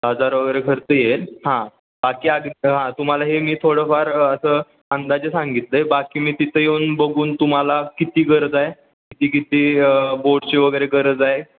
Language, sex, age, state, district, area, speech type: Marathi, male, 18-30, Maharashtra, Ratnagiri, rural, conversation